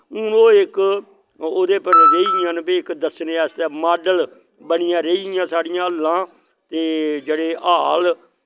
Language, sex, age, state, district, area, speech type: Dogri, male, 60+, Jammu and Kashmir, Samba, rural, spontaneous